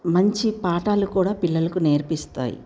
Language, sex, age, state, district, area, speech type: Telugu, female, 60+, Telangana, Medchal, urban, spontaneous